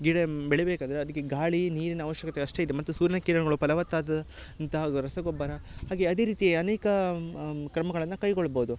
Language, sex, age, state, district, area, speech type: Kannada, male, 18-30, Karnataka, Uttara Kannada, rural, spontaneous